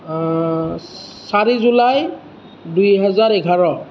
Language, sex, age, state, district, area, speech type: Assamese, male, 30-45, Assam, Kamrup Metropolitan, urban, spontaneous